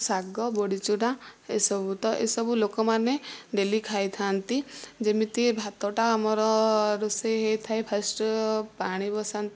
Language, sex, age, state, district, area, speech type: Odia, female, 45-60, Odisha, Kandhamal, rural, spontaneous